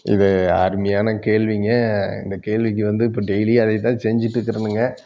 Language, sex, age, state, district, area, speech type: Tamil, male, 45-60, Tamil Nadu, Erode, urban, spontaneous